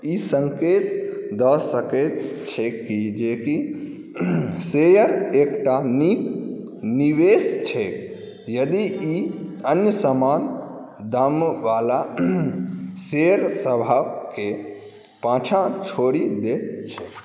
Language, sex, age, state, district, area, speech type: Maithili, male, 18-30, Bihar, Saharsa, rural, read